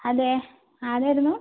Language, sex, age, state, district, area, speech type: Malayalam, female, 45-60, Kerala, Wayanad, rural, conversation